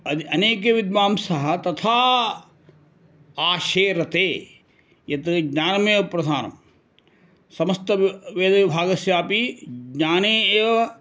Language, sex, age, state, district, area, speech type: Sanskrit, male, 60+, Karnataka, Uttara Kannada, rural, spontaneous